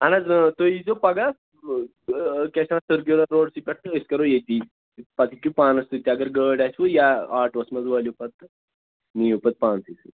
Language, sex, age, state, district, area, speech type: Kashmiri, male, 30-45, Jammu and Kashmir, Pulwama, urban, conversation